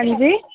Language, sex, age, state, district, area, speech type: Dogri, female, 18-30, Jammu and Kashmir, Jammu, urban, conversation